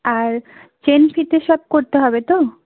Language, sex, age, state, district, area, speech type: Bengali, female, 30-45, West Bengal, South 24 Parganas, rural, conversation